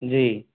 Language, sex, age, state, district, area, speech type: Hindi, male, 30-45, Rajasthan, Jaipur, urban, conversation